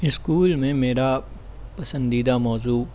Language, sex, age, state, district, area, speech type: Urdu, male, 18-30, Uttar Pradesh, Shahjahanpur, urban, spontaneous